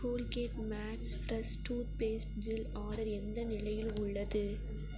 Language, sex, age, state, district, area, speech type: Tamil, female, 18-30, Tamil Nadu, Perambalur, rural, read